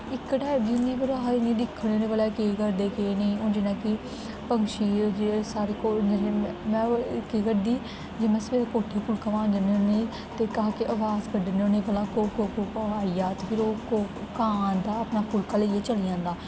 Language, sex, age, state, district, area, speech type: Dogri, female, 18-30, Jammu and Kashmir, Kathua, rural, spontaneous